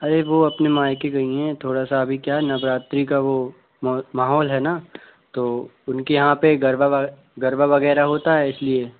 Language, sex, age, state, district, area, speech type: Hindi, male, 18-30, Madhya Pradesh, Bhopal, urban, conversation